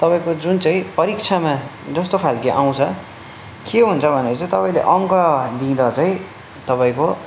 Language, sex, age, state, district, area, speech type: Nepali, male, 18-30, West Bengal, Darjeeling, rural, spontaneous